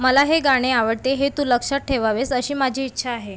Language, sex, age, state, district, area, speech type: Marathi, female, 30-45, Maharashtra, Amravati, urban, read